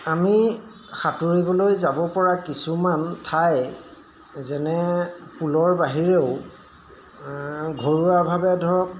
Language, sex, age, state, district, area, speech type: Assamese, male, 45-60, Assam, Golaghat, urban, spontaneous